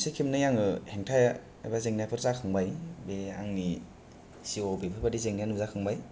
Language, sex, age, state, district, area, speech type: Bodo, male, 18-30, Assam, Kokrajhar, rural, spontaneous